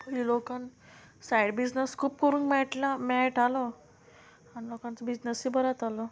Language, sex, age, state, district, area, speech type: Goan Konkani, female, 30-45, Goa, Murmgao, rural, spontaneous